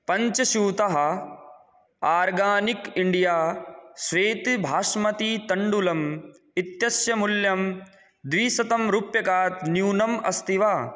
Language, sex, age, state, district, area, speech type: Sanskrit, male, 18-30, Rajasthan, Jaipur, rural, read